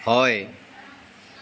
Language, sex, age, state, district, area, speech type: Assamese, male, 18-30, Assam, Dibrugarh, rural, read